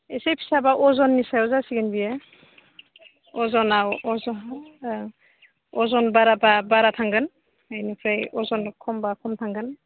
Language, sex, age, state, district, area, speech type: Bodo, female, 30-45, Assam, Udalguri, urban, conversation